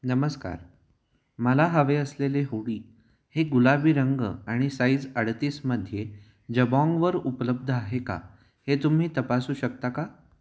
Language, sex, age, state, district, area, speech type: Marathi, male, 18-30, Maharashtra, Kolhapur, urban, read